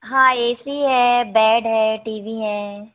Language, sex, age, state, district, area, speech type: Hindi, female, 18-30, Madhya Pradesh, Hoshangabad, rural, conversation